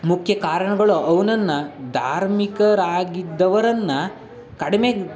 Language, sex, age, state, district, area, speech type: Kannada, male, 18-30, Karnataka, Shimoga, rural, spontaneous